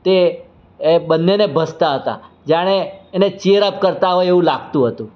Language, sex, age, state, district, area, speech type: Gujarati, male, 60+, Gujarat, Surat, urban, spontaneous